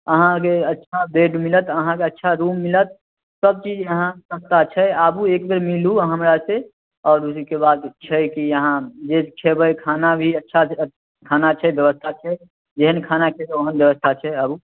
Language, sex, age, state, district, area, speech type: Maithili, male, 18-30, Bihar, Samastipur, rural, conversation